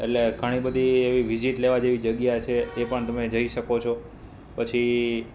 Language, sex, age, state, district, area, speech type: Gujarati, male, 30-45, Gujarat, Rajkot, urban, spontaneous